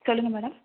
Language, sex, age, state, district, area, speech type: Tamil, female, 18-30, Tamil Nadu, Madurai, urban, conversation